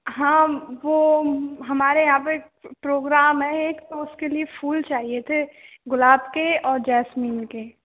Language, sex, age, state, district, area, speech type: Hindi, female, 18-30, Rajasthan, Karauli, urban, conversation